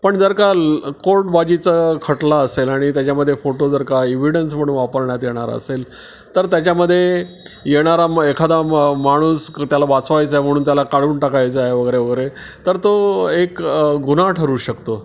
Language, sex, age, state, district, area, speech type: Marathi, male, 60+, Maharashtra, Palghar, rural, spontaneous